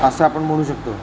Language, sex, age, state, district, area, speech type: Marathi, male, 30-45, Maharashtra, Satara, urban, spontaneous